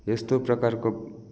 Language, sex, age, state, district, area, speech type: Nepali, male, 45-60, West Bengal, Darjeeling, rural, spontaneous